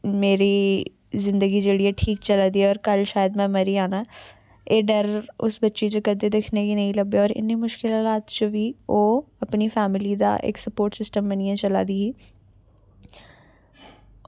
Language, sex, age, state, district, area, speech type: Dogri, female, 18-30, Jammu and Kashmir, Samba, urban, spontaneous